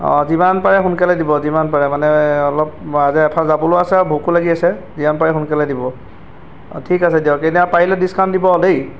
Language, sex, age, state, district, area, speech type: Assamese, male, 30-45, Assam, Golaghat, urban, spontaneous